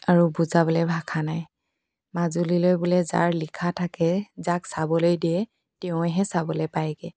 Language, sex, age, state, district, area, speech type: Assamese, female, 18-30, Assam, Tinsukia, urban, spontaneous